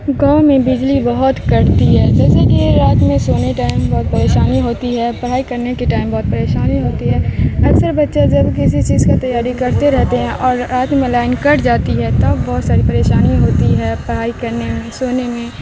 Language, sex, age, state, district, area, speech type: Urdu, female, 18-30, Bihar, Supaul, rural, spontaneous